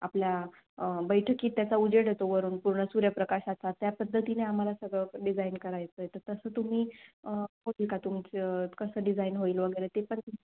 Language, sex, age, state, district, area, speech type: Marathi, female, 18-30, Maharashtra, Nashik, urban, conversation